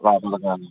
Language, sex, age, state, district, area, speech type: Telugu, male, 60+, Andhra Pradesh, East Godavari, rural, conversation